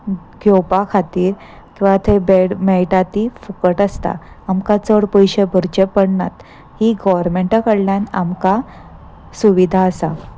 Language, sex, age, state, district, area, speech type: Goan Konkani, female, 30-45, Goa, Salcete, urban, spontaneous